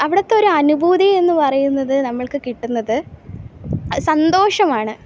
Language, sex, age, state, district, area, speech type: Malayalam, female, 18-30, Kerala, Kasaragod, urban, spontaneous